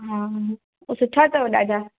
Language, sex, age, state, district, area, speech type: Sindhi, female, 18-30, Gujarat, Junagadh, rural, conversation